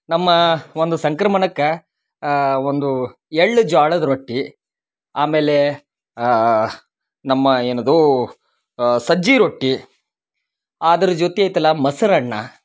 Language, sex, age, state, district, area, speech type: Kannada, male, 30-45, Karnataka, Dharwad, rural, spontaneous